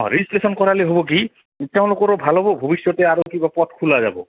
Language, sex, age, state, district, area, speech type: Assamese, male, 45-60, Assam, Goalpara, urban, conversation